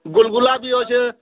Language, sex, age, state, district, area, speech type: Odia, male, 60+, Odisha, Bargarh, urban, conversation